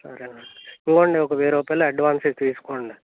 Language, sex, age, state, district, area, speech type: Telugu, male, 60+, Andhra Pradesh, Eluru, rural, conversation